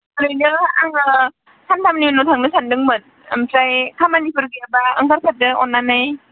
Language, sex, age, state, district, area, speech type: Bodo, female, 18-30, Assam, Kokrajhar, rural, conversation